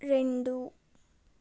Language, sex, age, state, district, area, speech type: Telugu, female, 18-30, Telangana, Medak, urban, read